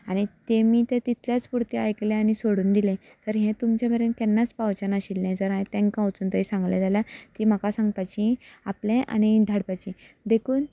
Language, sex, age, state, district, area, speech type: Goan Konkani, female, 18-30, Goa, Canacona, rural, spontaneous